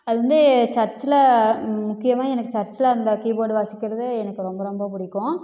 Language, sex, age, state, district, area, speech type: Tamil, female, 30-45, Tamil Nadu, Namakkal, rural, spontaneous